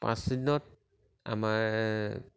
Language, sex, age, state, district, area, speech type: Assamese, male, 45-60, Assam, Sivasagar, rural, spontaneous